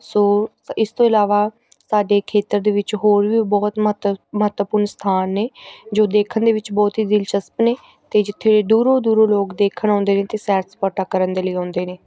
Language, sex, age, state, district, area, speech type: Punjabi, female, 18-30, Punjab, Gurdaspur, urban, spontaneous